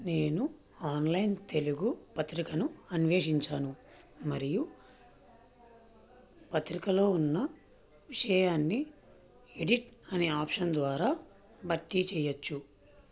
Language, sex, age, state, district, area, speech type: Telugu, male, 18-30, Andhra Pradesh, Krishna, rural, spontaneous